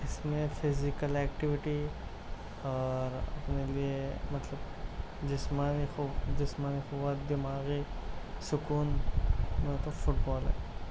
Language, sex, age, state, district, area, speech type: Urdu, male, 30-45, Telangana, Hyderabad, urban, spontaneous